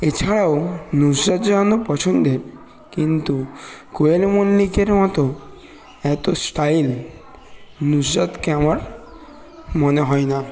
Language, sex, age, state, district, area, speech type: Bengali, male, 30-45, West Bengal, Bankura, urban, spontaneous